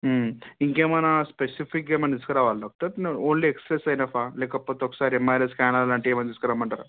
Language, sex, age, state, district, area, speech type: Telugu, male, 18-30, Telangana, Hyderabad, urban, conversation